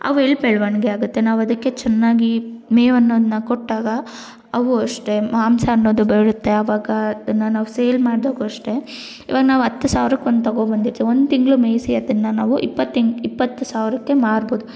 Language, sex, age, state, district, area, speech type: Kannada, female, 18-30, Karnataka, Bangalore Rural, rural, spontaneous